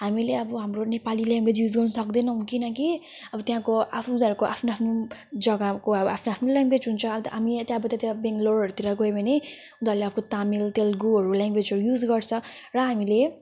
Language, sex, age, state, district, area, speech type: Nepali, female, 18-30, West Bengal, Jalpaiguri, urban, spontaneous